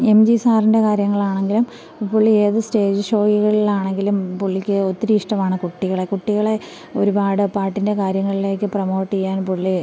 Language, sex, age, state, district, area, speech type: Malayalam, female, 30-45, Kerala, Thiruvananthapuram, rural, spontaneous